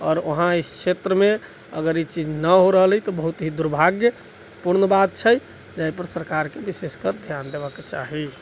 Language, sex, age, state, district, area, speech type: Maithili, male, 60+, Bihar, Sitamarhi, rural, spontaneous